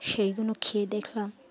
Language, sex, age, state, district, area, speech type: Bengali, female, 30-45, West Bengal, Uttar Dinajpur, urban, spontaneous